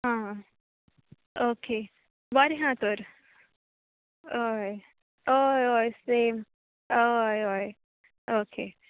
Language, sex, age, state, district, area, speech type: Goan Konkani, female, 18-30, Goa, Murmgao, rural, conversation